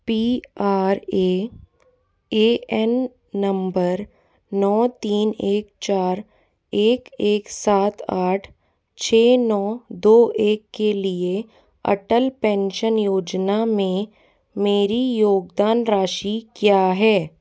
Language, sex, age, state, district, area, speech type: Hindi, female, 30-45, Rajasthan, Jaipur, urban, read